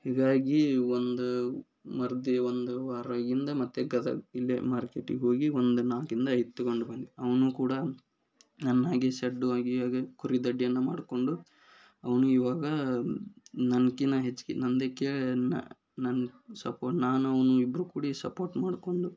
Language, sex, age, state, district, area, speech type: Kannada, male, 30-45, Karnataka, Gadag, rural, spontaneous